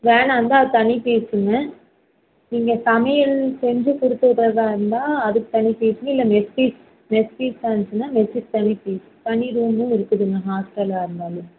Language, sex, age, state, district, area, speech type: Tamil, female, 30-45, Tamil Nadu, Erode, rural, conversation